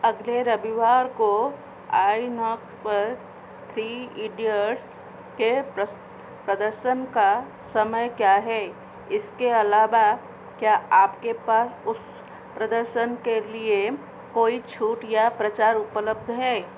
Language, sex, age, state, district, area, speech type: Hindi, female, 45-60, Madhya Pradesh, Chhindwara, rural, read